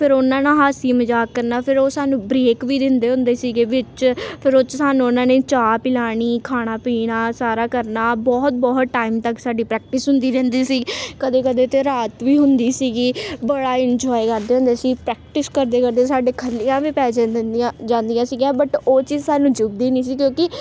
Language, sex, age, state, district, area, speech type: Punjabi, female, 18-30, Punjab, Tarn Taran, urban, spontaneous